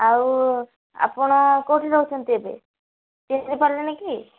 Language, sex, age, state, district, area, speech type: Odia, female, 30-45, Odisha, Sambalpur, rural, conversation